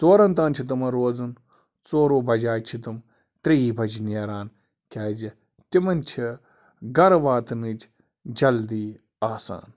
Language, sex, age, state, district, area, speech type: Kashmiri, male, 30-45, Jammu and Kashmir, Bandipora, rural, spontaneous